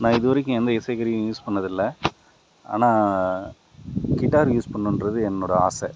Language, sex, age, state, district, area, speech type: Tamil, male, 30-45, Tamil Nadu, Dharmapuri, rural, spontaneous